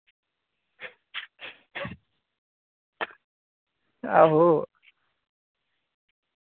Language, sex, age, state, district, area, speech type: Dogri, male, 18-30, Jammu and Kashmir, Udhampur, rural, conversation